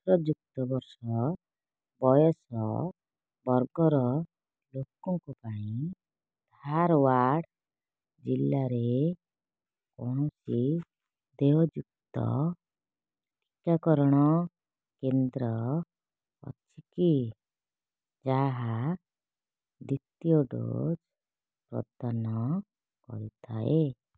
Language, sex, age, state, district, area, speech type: Odia, female, 30-45, Odisha, Kalahandi, rural, read